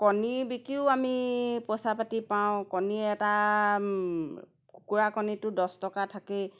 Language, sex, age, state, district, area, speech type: Assamese, female, 45-60, Assam, Golaghat, rural, spontaneous